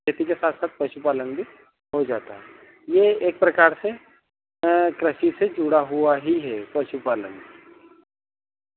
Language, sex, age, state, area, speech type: Hindi, male, 30-45, Madhya Pradesh, rural, conversation